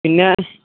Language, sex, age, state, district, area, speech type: Malayalam, male, 18-30, Kerala, Malappuram, rural, conversation